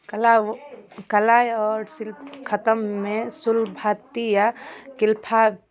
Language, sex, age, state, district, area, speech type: Maithili, female, 18-30, Bihar, Darbhanga, rural, spontaneous